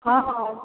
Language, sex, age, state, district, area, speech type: Odia, female, 45-60, Odisha, Dhenkanal, rural, conversation